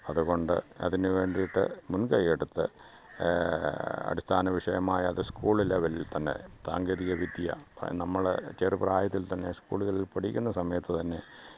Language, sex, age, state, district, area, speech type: Malayalam, male, 60+, Kerala, Pathanamthitta, rural, spontaneous